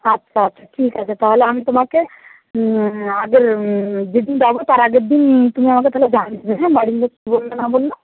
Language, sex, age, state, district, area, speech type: Bengali, female, 30-45, West Bengal, Paschim Medinipur, rural, conversation